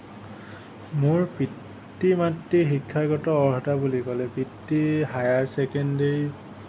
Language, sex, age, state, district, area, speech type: Assamese, male, 18-30, Assam, Kamrup Metropolitan, urban, spontaneous